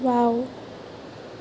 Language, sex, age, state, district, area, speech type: Assamese, female, 18-30, Assam, Morigaon, rural, read